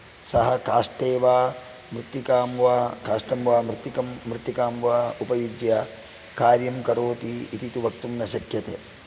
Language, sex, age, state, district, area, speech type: Sanskrit, male, 45-60, Karnataka, Udupi, rural, spontaneous